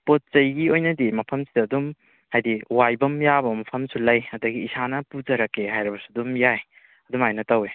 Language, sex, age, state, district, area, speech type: Manipuri, male, 18-30, Manipur, Kakching, rural, conversation